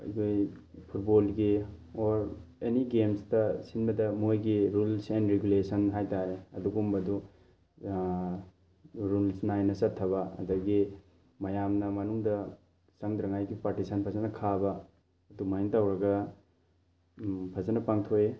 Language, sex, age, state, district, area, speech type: Manipuri, male, 18-30, Manipur, Thoubal, rural, spontaneous